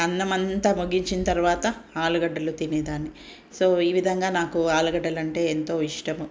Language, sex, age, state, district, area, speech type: Telugu, female, 45-60, Telangana, Ranga Reddy, rural, spontaneous